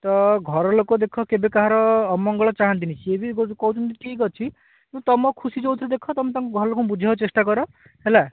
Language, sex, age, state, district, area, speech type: Odia, male, 18-30, Odisha, Bhadrak, rural, conversation